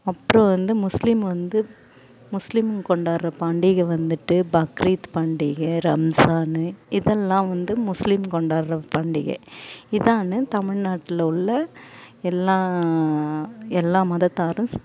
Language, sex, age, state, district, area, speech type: Tamil, female, 30-45, Tamil Nadu, Tiruvannamalai, urban, spontaneous